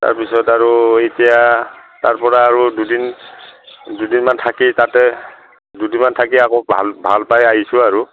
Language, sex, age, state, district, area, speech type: Assamese, male, 60+, Assam, Udalguri, rural, conversation